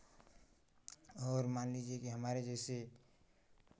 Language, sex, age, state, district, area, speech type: Hindi, male, 18-30, Uttar Pradesh, Chandauli, rural, spontaneous